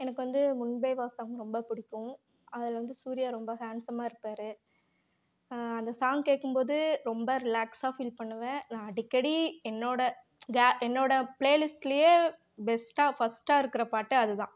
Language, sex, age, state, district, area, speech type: Tamil, female, 18-30, Tamil Nadu, Namakkal, urban, spontaneous